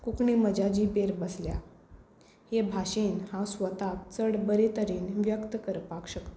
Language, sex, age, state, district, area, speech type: Goan Konkani, female, 18-30, Goa, Tiswadi, rural, spontaneous